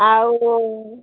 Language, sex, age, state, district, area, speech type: Odia, female, 60+, Odisha, Gajapati, rural, conversation